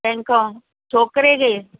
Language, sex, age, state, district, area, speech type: Sindhi, female, 45-60, Delhi, South Delhi, urban, conversation